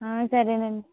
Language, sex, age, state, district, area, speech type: Telugu, female, 18-30, Andhra Pradesh, Kakinada, rural, conversation